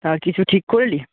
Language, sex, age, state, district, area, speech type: Bengali, male, 30-45, West Bengal, Paschim Medinipur, rural, conversation